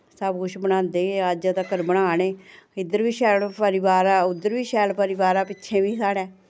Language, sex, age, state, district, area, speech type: Dogri, female, 45-60, Jammu and Kashmir, Samba, urban, spontaneous